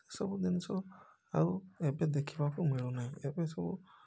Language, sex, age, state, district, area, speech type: Odia, male, 30-45, Odisha, Puri, urban, spontaneous